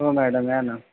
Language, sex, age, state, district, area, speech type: Marathi, male, 45-60, Maharashtra, Nagpur, urban, conversation